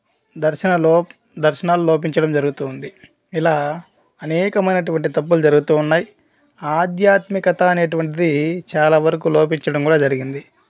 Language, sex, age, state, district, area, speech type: Telugu, male, 30-45, Andhra Pradesh, Kadapa, rural, spontaneous